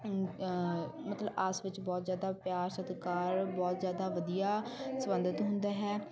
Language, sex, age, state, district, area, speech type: Punjabi, female, 18-30, Punjab, Bathinda, rural, spontaneous